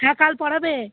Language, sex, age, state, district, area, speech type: Bengali, female, 18-30, West Bengal, Cooch Behar, urban, conversation